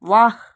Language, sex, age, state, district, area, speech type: Kannada, female, 45-60, Karnataka, Shimoga, urban, read